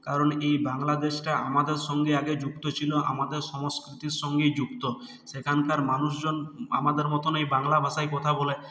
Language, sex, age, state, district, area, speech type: Bengali, male, 60+, West Bengal, Purulia, rural, spontaneous